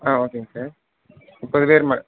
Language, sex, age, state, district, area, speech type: Tamil, male, 30-45, Tamil Nadu, Sivaganga, rural, conversation